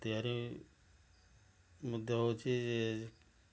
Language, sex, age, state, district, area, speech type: Odia, male, 60+, Odisha, Mayurbhanj, rural, spontaneous